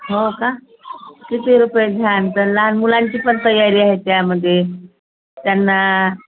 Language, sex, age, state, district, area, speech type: Marathi, female, 45-60, Maharashtra, Thane, rural, conversation